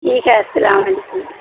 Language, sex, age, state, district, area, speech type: Urdu, female, 45-60, Bihar, Supaul, rural, conversation